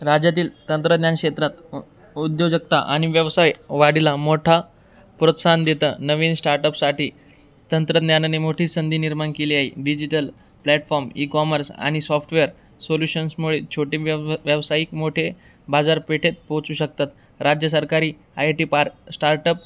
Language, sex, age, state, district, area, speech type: Marathi, male, 18-30, Maharashtra, Jalna, urban, spontaneous